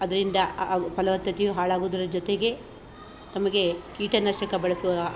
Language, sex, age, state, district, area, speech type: Kannada, female, 45-60, Karnataka, Chikkamagaluru, rural, spontaneous